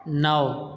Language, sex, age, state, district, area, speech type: Urdu, male, 18-30, Delhi, South Delhi, urban, read